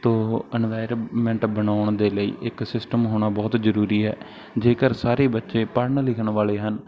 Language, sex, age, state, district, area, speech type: Punjabi, male, 18-30, Punjab, Bathinda, rural, spontaneous